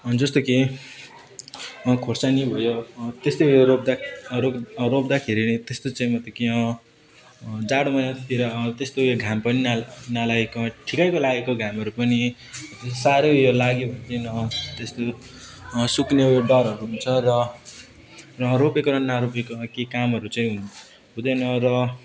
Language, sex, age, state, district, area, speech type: Nepali, male, 18-30, West Bengal, Jalpaiguri, rural, spontaneous